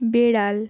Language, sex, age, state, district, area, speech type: Bengali, female, 18-30, West Bengal, Jalpaiguri, rural, read